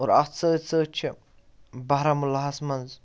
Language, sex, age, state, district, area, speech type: Kashmiri, male, 18-30, Jammu and Kashmir, Baramulla, rural, spontaneous